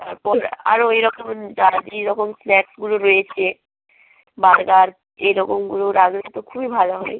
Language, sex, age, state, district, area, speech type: Bengali, female, 18-30, West Bengal, Jalpaiguri, rural, conversation